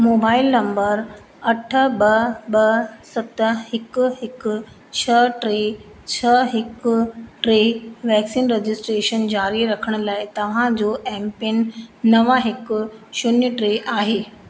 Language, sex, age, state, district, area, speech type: Sindhi, female, 30-45, Madhya Pradesh, Katni, urban, read